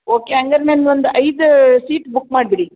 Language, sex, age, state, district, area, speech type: Kannada, female, 45-60, Karnataka, Dharwad, rural, conversation